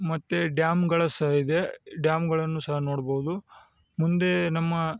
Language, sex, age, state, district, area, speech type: Kannada, male, 18-30, Karnataka, Chikkamagaluru, rural, spontaneous